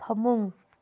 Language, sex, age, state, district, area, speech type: Manipuri, female, 30-45, Manipur, Thoubal, rural, read